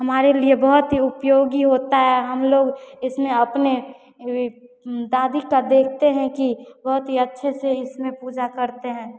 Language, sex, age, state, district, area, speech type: Hindi, female, 18-30, Bihar, Begusarai, rural, spontaneous